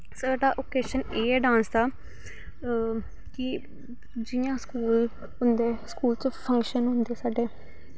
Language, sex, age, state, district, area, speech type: Dogri, female, 18-30, Jammu and Kashmir, Samba, rural, spontaneous